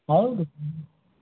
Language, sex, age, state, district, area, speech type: Kannada, male, 18-30, Karnataka, Chitradurga, rural, conversation